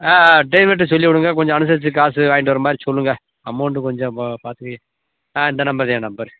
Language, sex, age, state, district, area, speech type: Tamil, male, 45-60, Tamil Nadu, Theni, rural, conversation